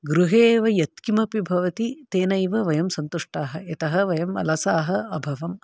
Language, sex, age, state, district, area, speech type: Sanskrit, female, 45-60, Karnataka, Bangalore Urban, urban, spontaneous